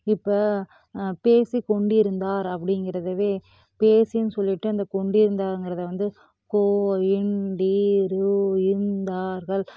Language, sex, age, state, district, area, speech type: Tamil, female, 30-45, Tamil Nadu, Namakkal, rural, spontaneous